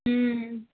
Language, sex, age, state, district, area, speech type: Sindhi, female, 18-30, Gujarat, Kutch, rural, conversation